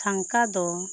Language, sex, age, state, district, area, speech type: Santali, female, 30-45, West Bengal, Bankura, rural, spontaneous